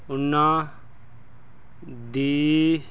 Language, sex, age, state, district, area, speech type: Punjabi, male, 30-45, Punjab, Fazilka, rural, read